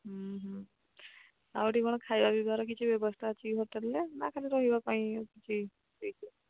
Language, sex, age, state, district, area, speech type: Odia, female, 60+, Odisha, Angul, rural, conversation